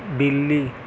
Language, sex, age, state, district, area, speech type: Urdu, male, 18-30, Delhi, South Delhi, urban, read